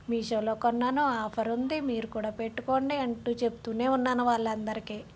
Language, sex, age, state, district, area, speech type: Telugu, female, 30-45, Andhra Pradesh, Vizianagaram, urban, spontaneous